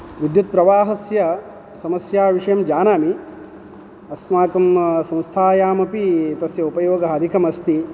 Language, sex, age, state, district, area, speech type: Sanskrit, male, 45-60, Karnataka, Udupi, urban, spontaneous